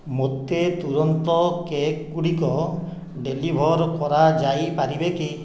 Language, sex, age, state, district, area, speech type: Odia, male, 60+, Odisha, Khordha, rural, read